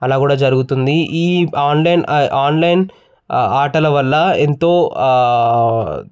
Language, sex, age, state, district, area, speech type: Telugu, male, 18-30, Telangana, Medchal, urban, spontaneous